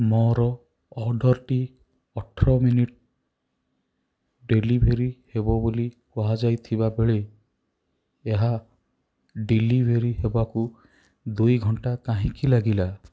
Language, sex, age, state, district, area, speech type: Odia, male, 30-45, Odisha, Rayagada, rural, read